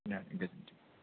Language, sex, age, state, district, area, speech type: Bodo, male, 18-30, Assam, Kokrajhar, rural, conversation